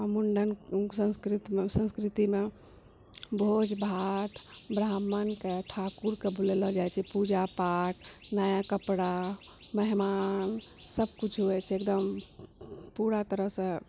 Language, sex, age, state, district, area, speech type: Maithili, female, 18-30, Bihar, Purnia, rural, spontaneous